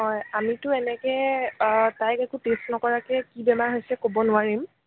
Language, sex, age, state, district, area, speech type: Assamese, female, 18-30, Assam, Kamrup Metropolitan, urban, conversation